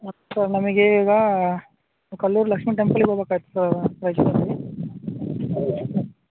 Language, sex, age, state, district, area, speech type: Kannada, male, 30-45, Karnataka, Raichur, rural, conversation